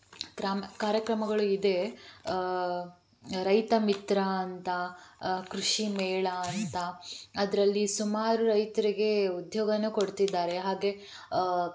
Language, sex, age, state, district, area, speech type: Kannada, female, 18-30, Karnataka, Tumkur, rural, spontaneous